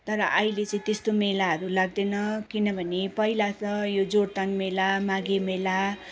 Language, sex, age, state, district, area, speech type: Nepali, female, 45-60, West Bengal, Darjeeling, rural, spontaneous